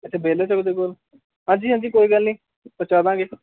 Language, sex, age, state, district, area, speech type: Punjabi, male, 18-30, Punjab, Rupnagar, urban, conversation